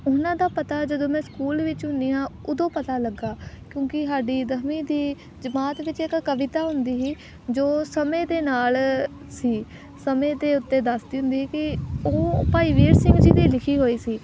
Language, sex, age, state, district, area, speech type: Punjabi, female, 18-30, Punjab, Amritsar, urban, spontaneous